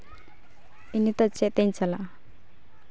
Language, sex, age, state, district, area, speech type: Santali, female, 18-30, West Bengal, Uttar Dinajpur, rural, spontaneous